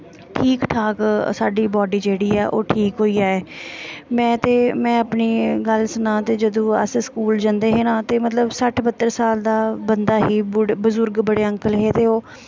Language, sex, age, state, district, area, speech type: Dogri, female, 18-30, Jammu and Kashmir, Samba, rural, spontaneous